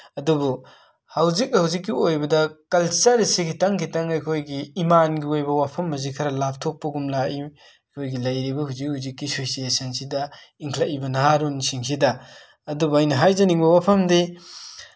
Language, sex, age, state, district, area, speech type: Manipuri, male, 18-30, Manipur, Imphal West, rural, spontaneous